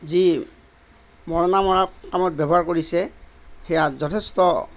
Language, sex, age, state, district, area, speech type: Assamese, male, 45-60, Assam, Darrang, rural, spontaneous